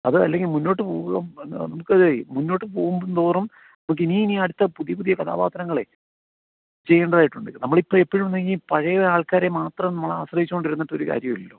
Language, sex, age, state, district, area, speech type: Malayalam, male, 45-60, Kerala, Kottayam, urban, conversation